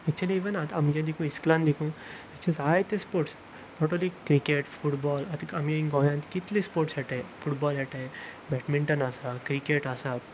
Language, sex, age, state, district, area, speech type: Goan Konkani, male, 18-30, Goa, Salcete, rural, spontaneous